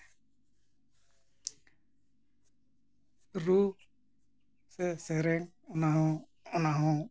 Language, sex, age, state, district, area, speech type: Santali, male, 45-60, West Bengal, Jhargram, rural, spontaneous